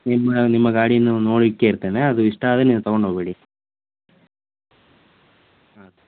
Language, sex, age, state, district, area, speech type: Kannada, male, 18-30, Karnataka, Davanagere, rural, conversation